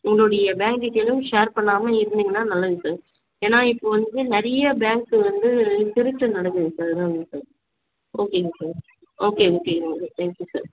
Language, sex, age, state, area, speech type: Tamil, female, 30-45, Tamil Nadu, urban, conversation